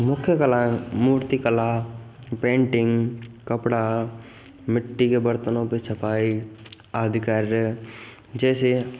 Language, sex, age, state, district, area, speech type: Hindi, male, 18-30, Rajasthan, Bharatpur, rural, spontaneous